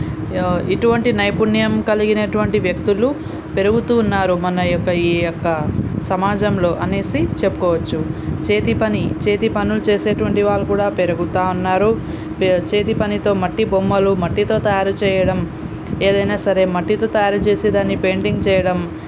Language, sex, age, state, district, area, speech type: Telugu, female, 18-30, Andhra Pradesh, Nandyal, rural, spontaneous